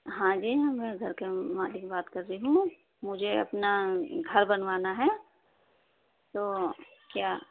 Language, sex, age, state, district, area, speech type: Urdu, female, 30-45, Uttar Pradesh, Ghaziabad, urban, conversation